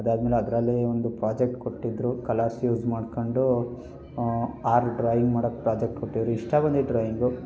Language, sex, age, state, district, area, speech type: Kannada, male, 18-30, Karnataka, Hassan, rural, spontaneous